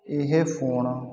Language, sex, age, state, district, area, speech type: Punjabi, male, 30-45, Punjab, Sangrur, rural, spontaneous